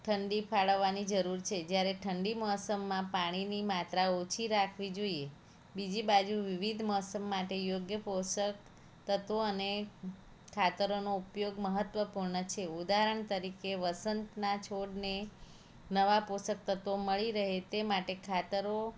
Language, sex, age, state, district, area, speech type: Gujarati, female, 30-45, Gujarat, Kheda, rural, spontaneous